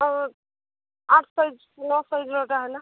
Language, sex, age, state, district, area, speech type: Odia, female, 18-30, Odisha, Kalahandi, rural, conversation